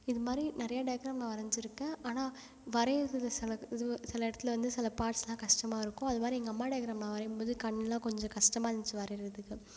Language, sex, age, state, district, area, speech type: Tamil, female, 30-45, Tamil Nadu, Ariyalur, rural, spontaneous